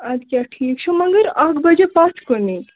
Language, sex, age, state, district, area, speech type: Kashmiri, female, 30-45, Jammu and Kashmir, Bandipora, urban, conversation